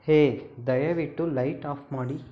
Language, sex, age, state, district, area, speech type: Kannada, male, 18-30, Karnataka, Chikkaballapur, urban, read